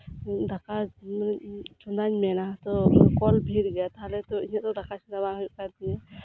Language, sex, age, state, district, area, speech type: Santali, female, 30-45, West Bengal, Birbhum, rural, spontaneous